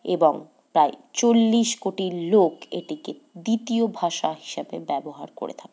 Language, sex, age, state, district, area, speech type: Bengali, female, 18-30, West Bengal, Paschim Bardhaman, urban, spontaneous